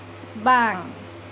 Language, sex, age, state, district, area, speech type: Santali, female, 30-45, Jharkhand, Seraikela Kharsawan, rural, read